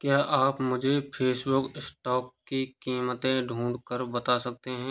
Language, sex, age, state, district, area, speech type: Hindi, male, 60+, Rajasthan, Karauli, rural, read